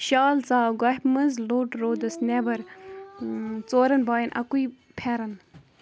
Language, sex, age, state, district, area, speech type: Kashmiri, female, 30-45, Jammu and Kashmir, Baramulla, rural, spontaneous